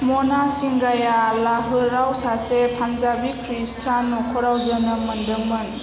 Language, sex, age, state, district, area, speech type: Bodo, female, 18-30, Assam, Chirang, urban, read